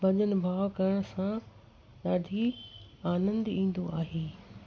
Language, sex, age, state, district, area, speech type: Sindhi, female, 60+, Gujarat, Kutch, urban, spontaneous